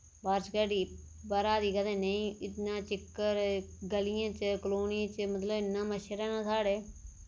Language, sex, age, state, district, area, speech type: Dogri, female, 30-45, Jammu and Kashmir, Reasi, rural, spontaneous